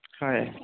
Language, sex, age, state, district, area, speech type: Assamese, male, 18-30, Assam, Dhemaji, urban, conversation